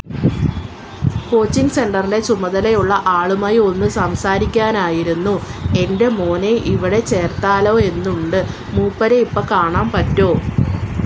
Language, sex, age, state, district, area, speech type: Malayalam, female, 18-30, Kerala, Kollam, urban, read